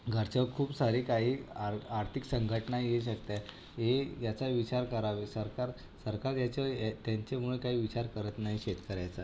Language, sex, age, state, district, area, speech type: Marathi, male, 30-45, Maharashtra, Buldhana, urban, spontaneous